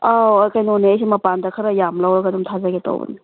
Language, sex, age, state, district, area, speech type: Manipuri, female, 30-45, Manipur, Tengnoupal, rural, conversation